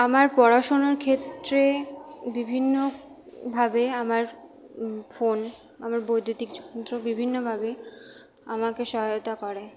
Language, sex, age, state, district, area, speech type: Bengali, female, 18-30, West Bengal, Purba Bardhaman, urban, spontaneous